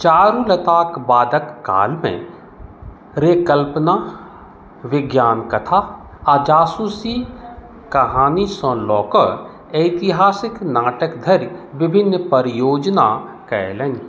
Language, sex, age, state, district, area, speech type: Maithili, male, 45-60, Bihar, Madhubani, rural, read